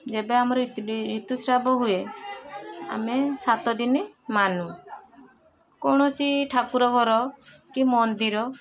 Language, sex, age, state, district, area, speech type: Odia, female, 60+, Odisha, Balasore, rural, spontaneous